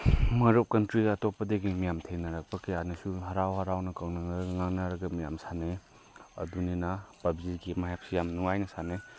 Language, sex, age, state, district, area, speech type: Manipuri, male, 18-30, Manipur, Chandel, rural, spontaneous